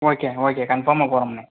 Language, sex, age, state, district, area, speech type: Tamil, male, 18-30, Tamil Nadu, Pudukkottai, rural, conversation